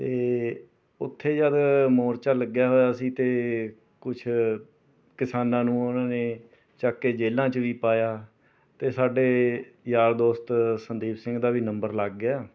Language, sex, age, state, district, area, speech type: Punjabi, male, 45-60, Punjab, Rupnagar, urban, spontaneous